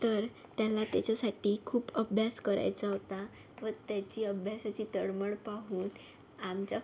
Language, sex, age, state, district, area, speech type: Marathi, female, 18-30, Maharashtra, Yavatmal, rural, spontaneous